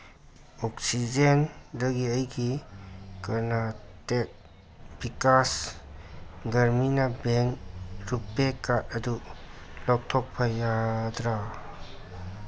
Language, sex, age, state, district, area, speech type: Manipuri, male, 45-60, Manipur, Kangpokpi, urban, read